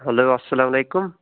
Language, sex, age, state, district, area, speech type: Kashmiri, male, 30-45, Jammu and Kashmir, Shopian, urban, conversation